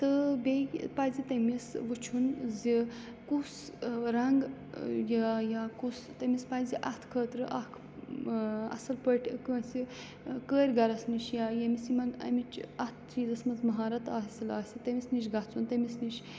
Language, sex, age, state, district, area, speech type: Kashmiri, female, 18-30, Jammu and Kashmir, Srinagar, urban, spontaneous